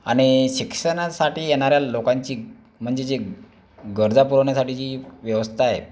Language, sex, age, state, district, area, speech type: Marathi, male, 30-45, Maharashtra, Akola, urban, spontaneous